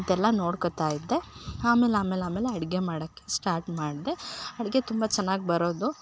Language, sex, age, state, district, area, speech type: Kannada, female, 18-30, Karnataka, Chikkamagaluru, rural, spontaneous